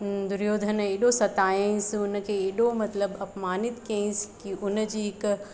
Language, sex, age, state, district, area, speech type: Sindhi, female, 30-45, Madhya Pradesh, Katni, rural, spontaneous